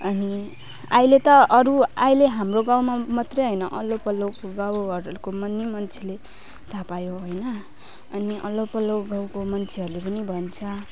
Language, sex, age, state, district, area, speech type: Nepali, female, 30-45, West Bengal, Alipurduar, urban, spontaneous